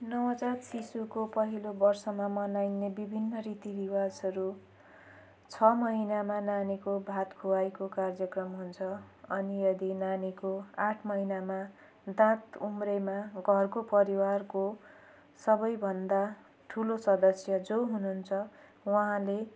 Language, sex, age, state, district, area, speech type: Nepali, female, 45-60, West Bengal, Jalpaiguri, rural, spontaneous